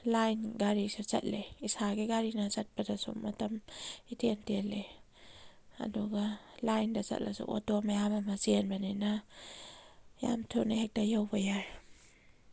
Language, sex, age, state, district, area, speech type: Manipuri, female, 30-45, Manipur, Kakching, rural, spontaneous